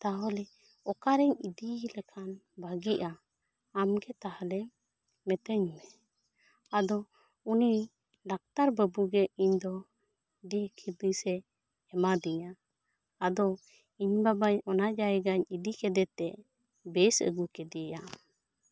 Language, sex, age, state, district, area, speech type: Santali, female, 30-45, West Bengal, Bankura, rural, spontaneous